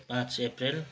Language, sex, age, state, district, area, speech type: Nepali, male, 45-60, West Bengal, Kalimpong, rural, spontaneous